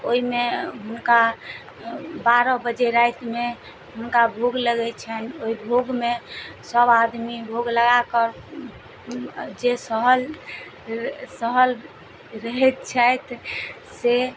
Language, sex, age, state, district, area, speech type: Maithili, female, 30-45, Bihar, Madhubani, rural, spontaneous